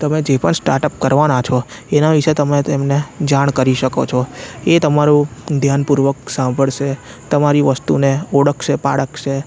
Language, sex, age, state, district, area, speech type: Gujarati, male, 18-30, Gujarat, Anand, rural, spontaneous